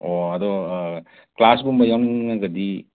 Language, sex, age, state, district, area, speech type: Manipuri, male, 45-60, Manipur, Imphal West, urban, conversation